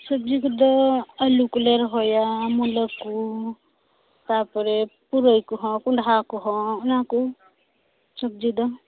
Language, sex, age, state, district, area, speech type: Santali, female, 30-45, West Bengal, Birbhum, rural, conversation